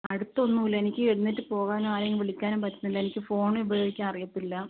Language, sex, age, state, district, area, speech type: Malayalam, female, 30-45, Kerala, Kottayam, rural, conversation